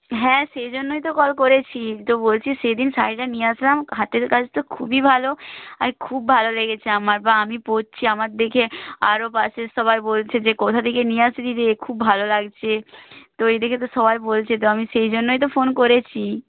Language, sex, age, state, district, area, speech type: Bengali, female, 18-30, West Bengal, Purba Medinipur, rural, conversation